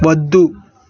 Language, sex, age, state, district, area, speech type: Telugu, male, 30-45, Andhra Pradesh, Vizianagaram, rural, read